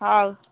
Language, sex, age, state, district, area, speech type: Odia, female, 45-60, Odisha, Angul, rural, conversation